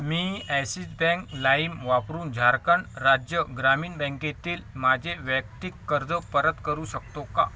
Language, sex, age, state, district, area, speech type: Marathi, male, 18-30, Maharashtra, Washim, rural, read